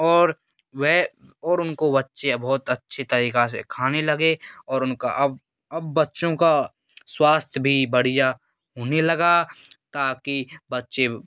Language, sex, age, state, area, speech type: Hindi, male, 18-30, Rajasthan, rural, spontaneous